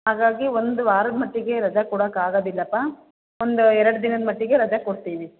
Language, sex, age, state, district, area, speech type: Kannada, female, 45-60, Karnataka, Chitradurga, urban, conversation